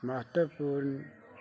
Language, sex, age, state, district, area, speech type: Punjabi, male, 60+, Punjab, Bathinda, rural, spontaneous